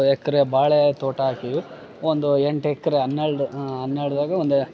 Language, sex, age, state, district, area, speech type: Kannada, male, 18-30, Karnataka, Bellary, rural, spontaneous